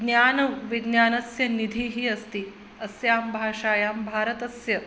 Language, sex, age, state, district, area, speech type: Sanskrit, female, 30-45, Maharashtra, Akola, urban, spontaneous